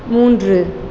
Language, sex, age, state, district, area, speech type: Tamil, female, 18-30, Tamil Nadu, Sivaganga, rural, read